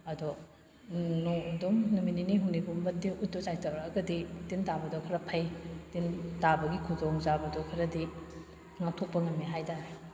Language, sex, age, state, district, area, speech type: Manipuri, female, 30-45, Manipur, Kakching, rural, spontaneous